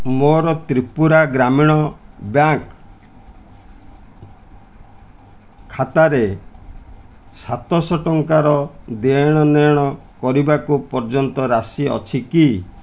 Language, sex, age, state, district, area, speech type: Odia, male, 60+, Odisha, Kendrapara, urban, read